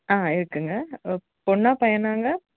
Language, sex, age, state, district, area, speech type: Tamil, female, 18-30, Tamil Nadu, Kanyakumari, urban, conversation